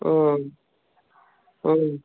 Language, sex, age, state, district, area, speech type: Kannada, female, 60+, Karnataka, Gulbarga, urban, conversation